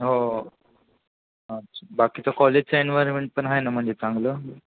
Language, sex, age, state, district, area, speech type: Marathi, male, 18-30, Maharashtra, Ratnagiri, rural, conversation